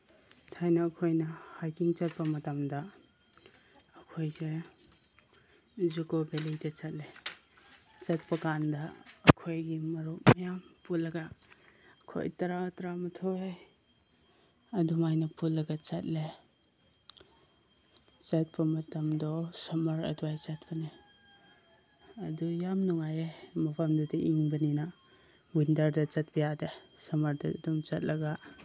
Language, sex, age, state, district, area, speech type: Manipuri, male, 30-45, Manipur, Chandel, rural, spontaneous